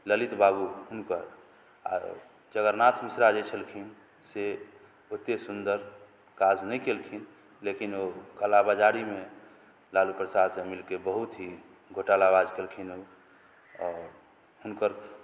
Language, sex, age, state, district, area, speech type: Maithili, male, 45-60, Bihar, Madhubani, rural, spontaneous